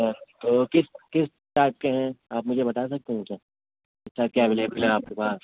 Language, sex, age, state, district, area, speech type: Urdu, male, 18-30, Uttar Pradesh, Rampur, urban, conversation